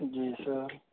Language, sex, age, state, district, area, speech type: Urdu, male, 18-30, Uttar Pradesh, Muzaffarnagar, urban, conversation